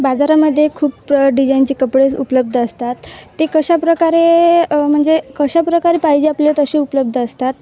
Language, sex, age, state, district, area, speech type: Marathi, female, 18-30, Maharashtra, Wardha, rural, spontaneous